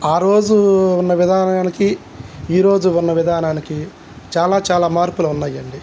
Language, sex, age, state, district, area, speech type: Telugu, male, 60+, Andhra Pradesh, Guntur, urban, spontaneous